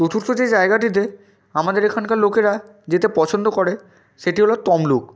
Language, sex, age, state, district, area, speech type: Bengali, male, 18-30, West Bengal, Purba Medinipur, rural, spontaneous